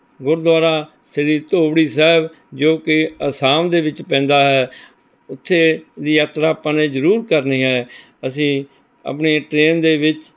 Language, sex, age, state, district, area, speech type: Punjabi, male, 60+, Punjab, Rupnagar, urban, spontaneous